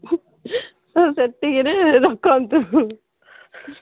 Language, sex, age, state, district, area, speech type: Odia, female, 45-60, Odisha, Sundergarh, rural, conversation